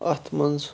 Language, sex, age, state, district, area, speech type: Kashmiri, male, 30-45, Jammu and Kashmir, Bandipora, rural, spontaneous